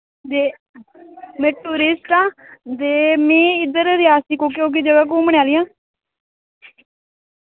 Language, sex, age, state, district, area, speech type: Dogri, female, 18-30, Jammu and Kashmir, Reasi, rural, conversation